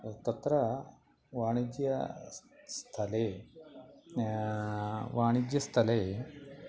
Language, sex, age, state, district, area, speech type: Sanskrit, male, 45-60, Kerala, Thrissur, urban, spontaneous